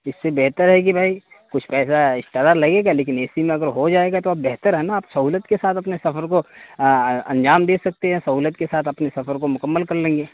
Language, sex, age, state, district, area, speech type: Urdu, male, 18-30, Bihar, Saharsa, rural, conversation